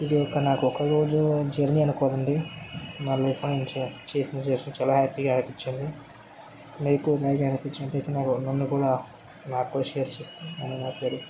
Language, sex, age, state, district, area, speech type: Telugu, male, 18-30, Telangana, Medchal, urban, spontaneous